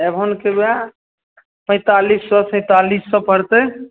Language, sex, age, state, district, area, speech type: Maithili, male, 18-30, Bihar, Madhepura, rural, conversation